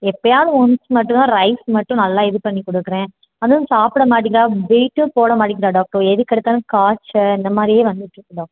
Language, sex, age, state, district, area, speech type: Tamil, female, 18-30, Tamil Nadu, Madurai, urban, conversation